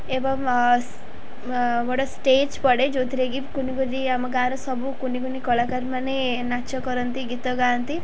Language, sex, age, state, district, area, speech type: Odia, female, 18-30, Odisha, Ganjam, urban, spontaneous